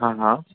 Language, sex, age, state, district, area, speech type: Sindhi, male, 18-30, Gujarat, Junagadh, urban, conversation